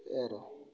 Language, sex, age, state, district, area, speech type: Assamese, male, 18-30, Assam, Darrang, rural, spontaneous